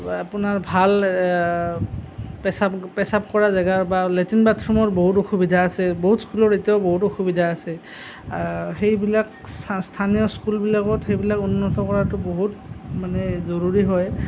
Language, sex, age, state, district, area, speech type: Assamese, male, 30-45, Assam, Nalbari, rural, spontaneous